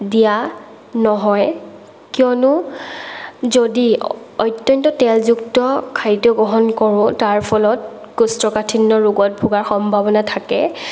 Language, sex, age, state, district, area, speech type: Assamese, female, 18-30, Assam, Morigaon, rural, spontaneous